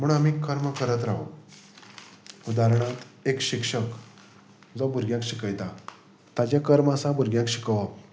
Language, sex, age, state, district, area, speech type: Goan Konkani, male, 30-45, Goa, Salcete, rural, spontaneous